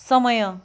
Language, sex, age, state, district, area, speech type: Nepali, female, 45-60, West Bengal, Darjeeling, rural, read